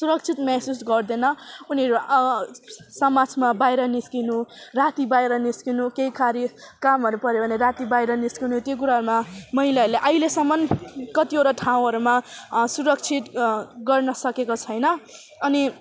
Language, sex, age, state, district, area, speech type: Nepali, female, 18-30, West Bengal, Alipurduar, rural, spontaneous